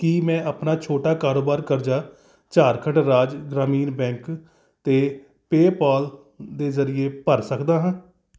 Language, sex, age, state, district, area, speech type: Punjabi, male, 45-60, Punjab, Kapurthala, urban, read